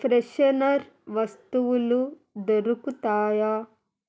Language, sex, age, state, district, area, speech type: Telugu, female, 45-60, Telangana, Hyderabad, rural, read